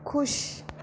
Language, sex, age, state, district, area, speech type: Urdu, female, 18-30, Uttar Pradesh, Gautam Buddha Nagar, rural, read